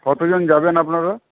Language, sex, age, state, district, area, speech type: Bengali, male, 18-30, West Bengal, Jhargram, rural, conversation